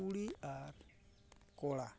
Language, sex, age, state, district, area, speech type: Santali, male, 45-60, Odisha, Mayurbhanj, rural, spontaneous